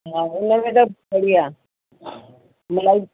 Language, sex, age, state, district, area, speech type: Sindhi, female, 60+, Delhi, South Delhi, urban, conversation